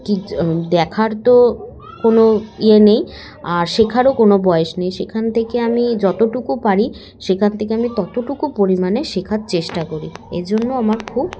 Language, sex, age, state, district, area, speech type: Bengali, female, 18-30, West Bengal, Hooghly, urban, spontaneous